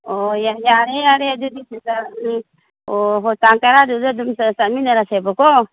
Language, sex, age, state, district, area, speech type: Manipuri, female, 60+, Manipur, Tengnoupal, rural, conversation